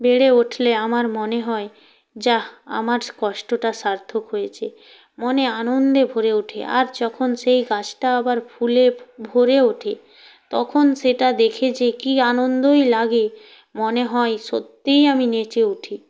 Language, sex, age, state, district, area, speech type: Bengali, female, 18-30, West Bengal, Purba Medinipur, rural, spontaneous